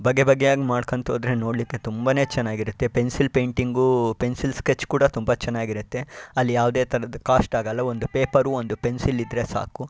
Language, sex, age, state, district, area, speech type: Kannada, male, 45-60, Karnataka, Chitradurga, rural, spontaneous